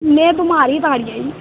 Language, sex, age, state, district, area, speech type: Dogri, female, 18-30, Jammu and Kashmir, Jammu, rural, conversation